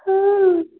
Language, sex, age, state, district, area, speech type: Hindi, female, 45-60, Uttar Pradesh, Ayodhya, rural, conversation